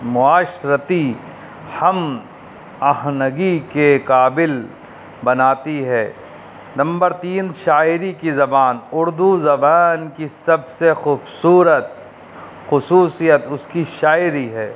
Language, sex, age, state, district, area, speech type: Urdu, male, 30-45, Uttar Pradesh, Rampur, urban, spontaneous